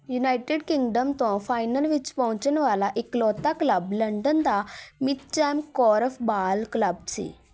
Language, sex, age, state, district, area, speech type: Punjabi, female, 18-30, Punjab, Patiala, urban, read